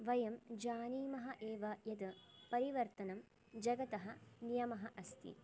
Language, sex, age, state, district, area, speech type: Sanskrit, female, 18-30, Karnataka, Chikkamagaluru, rural, spontaneous